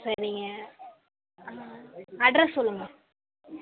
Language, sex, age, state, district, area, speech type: Tamil, female, 18-30, Tamil Nadu, Kallakurichi, rural, conversation